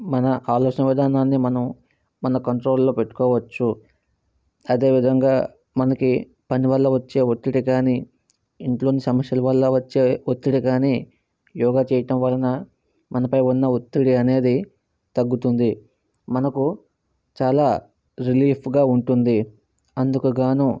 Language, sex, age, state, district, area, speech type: Telugu, male, 60+, Andhra Pradesh, Vizianagaram, rural, spontaneous